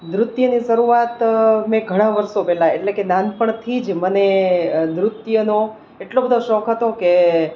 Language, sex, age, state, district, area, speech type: Gujarati, female, 30-45, Gujarat, Rajkot, urban, spontaneous